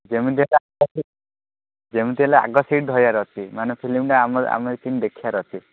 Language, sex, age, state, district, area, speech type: Odia, male, 18-30, Odisha, Ganjam, urban, conversation